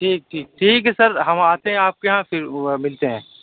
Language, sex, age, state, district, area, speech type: Urdu, male, 18-30, Delhi, South Delhi, urban, conversation